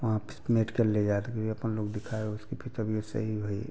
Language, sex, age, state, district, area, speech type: Hindi, male, 45-60, Uttar Pradesh, Prayagraj, urban, spontaneous